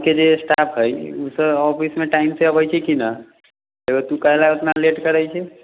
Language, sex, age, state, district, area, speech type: Maithili, male, 18-30, Bihar, Muzaffarpur, rural, conversation